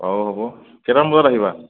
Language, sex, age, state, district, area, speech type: Assamese, male, 30-45, Assam, Tinsukia, urban, conversation